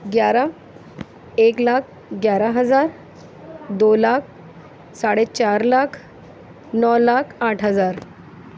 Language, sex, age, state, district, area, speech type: Urdu, female, 30-45, Delhi, Central Delhi, urban, spontaneous